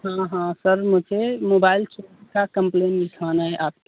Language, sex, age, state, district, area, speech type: Hindi, male, 30-45, Uttar Pradesh, Mau, rural, conversation